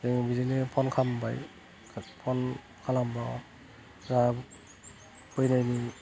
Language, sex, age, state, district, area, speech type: Bodo, male, 45-60, Assam, Udalguri, rural, spontaneous